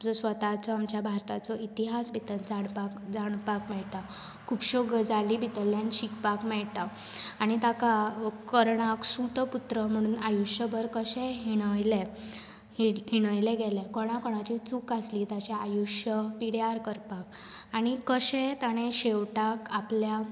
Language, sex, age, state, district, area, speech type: Goan Konkani, female, 18-30, Goa, Bardez, urban, spontaneous